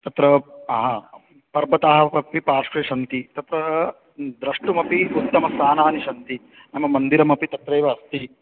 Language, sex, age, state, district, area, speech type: Sanskrit, male, 18-30, Odisha, Jagatsinghpur, urban, conversation